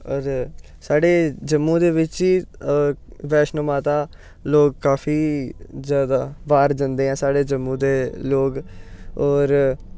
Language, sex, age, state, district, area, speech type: Dogri, male, 18-30, Jammu and Kashmir, Samba, urban, spontaneous